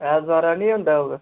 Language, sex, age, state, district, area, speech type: Dogri, male, 18-30, Jammu and Kashmir, Udhampur, rural, conversation